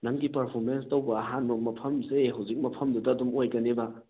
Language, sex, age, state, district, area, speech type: Manipuri, male, 18-30, Manipur, Thoubal, rural, conversation